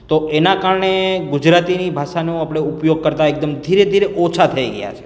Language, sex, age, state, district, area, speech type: Gujarati, male, 30-45, Gujarat, Surat, rural, spontaneous